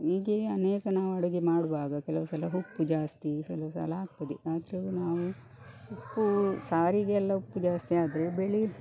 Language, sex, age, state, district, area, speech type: Kannada, female, 45-60, Karnataka, Dakshina Kannada, rural, spontaneous